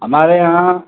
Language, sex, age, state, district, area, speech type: Hindi, male, 60+, Uttar Pradesh, Mau, rural, conversation